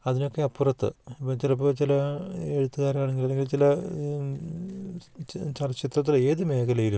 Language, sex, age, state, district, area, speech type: Malayalam, male, 45-60, Kerala, Idukki, rural, spontaneous